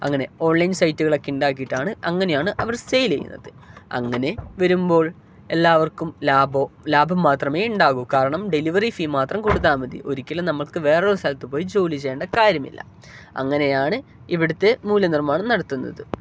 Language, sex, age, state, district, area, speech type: Malayalam, male, 18-30, Kerala, Wayanad, rural, spontaneous